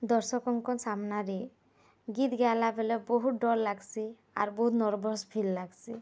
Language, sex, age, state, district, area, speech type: Odia, female, 18-30, Odisha, Bargarh, urban, spontaneous